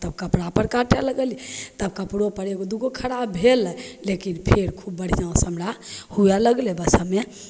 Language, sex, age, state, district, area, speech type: Maithili, female, 30-45, Bihar, Begusarai, urban, spontaneous